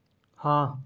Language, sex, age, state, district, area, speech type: Hindi, male, 18-30, Madhya Pradesh, Gwalior, rural, read